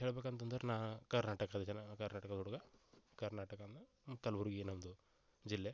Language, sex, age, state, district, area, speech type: Kannada, male, 18-30, Karnataka, Gulbarga, rural, spontaneous